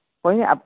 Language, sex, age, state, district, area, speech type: Gujarati, female, 45-60, Gujarat, Surat, urban, conversation